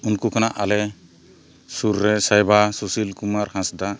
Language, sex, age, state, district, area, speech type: Santali, male, 45-60, Odisha, Mayurbhanj, rural, spontaneous